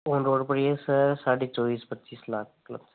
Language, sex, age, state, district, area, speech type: Hindi, male, 18-30, Rajasthan, Nagaur, rural, conversation